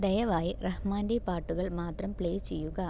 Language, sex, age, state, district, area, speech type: Malayalam, female, 18-30, Kerala, Palakkad, rural, read